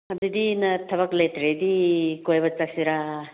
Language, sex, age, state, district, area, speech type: Manipuri, female, 45-60, Manipur, Senapati, rural, conversation